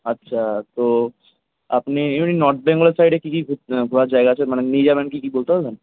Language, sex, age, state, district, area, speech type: Bengali, male, 18-30, West Bengal, Kolkata, urban, conversation